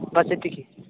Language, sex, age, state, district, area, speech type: Odia, male, 18-30, Odisha, Nabarangpur, urban, conversation